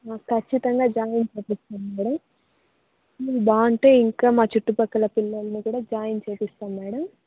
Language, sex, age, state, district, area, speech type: Telugu, female, 30-45, Andhra Pradesh, Chittoor, urban, conversation